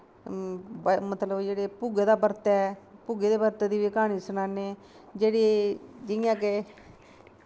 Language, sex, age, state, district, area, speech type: Dogri, female, 45-60, Jammu and Kashmir, Kathua, rural, spontaneous